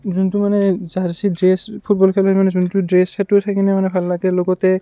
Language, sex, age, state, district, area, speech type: Assamese, male, 18-30, Assam, Barpeta, rural, spontaneous